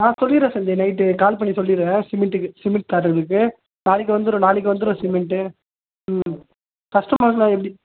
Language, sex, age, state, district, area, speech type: Tamil, male, 18-30, Tamil Nadu, Tiruvannamalai, rural, conversation